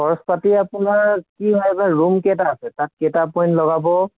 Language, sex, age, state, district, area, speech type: Assamese, male, 30-45, Assam, Golaghat, urban, conversation